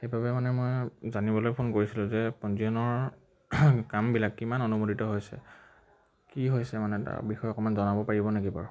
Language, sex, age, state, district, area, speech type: Assamese, male, 18-30, Assam, Majuli, urban, spontaneous